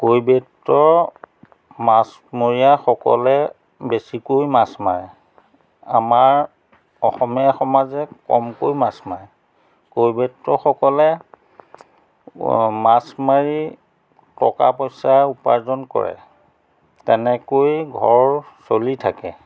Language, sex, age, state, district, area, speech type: Assamese, male, 45-60, Assam, Biswanath, rural, spontaneous